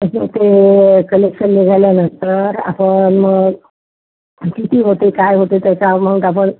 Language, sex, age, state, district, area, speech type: Marathi, female, 60+, Maharashtra, Nagpur, urban, conversation